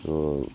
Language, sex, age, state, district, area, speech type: Dogri, male, 45-60, Jammu and Kashmir, Udhampur, rural, spontaneous